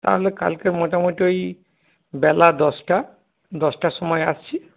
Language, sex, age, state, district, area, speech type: Bengali, male, 45-60, West Bengal, Darjeeling, rural, conversation